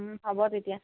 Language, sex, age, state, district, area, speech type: Assamese, female, 45-60, Assam, Jorhat, urban, conversation